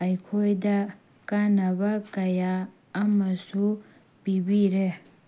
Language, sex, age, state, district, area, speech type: Manipuri, female, 18-30, Manipur, Tengnoupal, urban, spontaneous